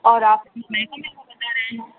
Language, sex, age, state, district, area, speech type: Urdu, female, 18-30, Bihar, Supaul, rural, conversation